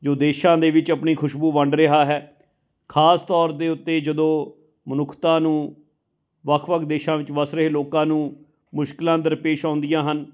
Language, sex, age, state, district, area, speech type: Punjabi, male, 45-60, Punjab, Fatehgarh Sahib, urban, spontaneous